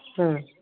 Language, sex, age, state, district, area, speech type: Manipuri, female, 45-60, Manipur, Kangpokpi, urban, conversation